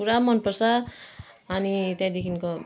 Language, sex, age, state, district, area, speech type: Nepali, female, 60+, West Bengal, Kalimpong, rural, spontaneous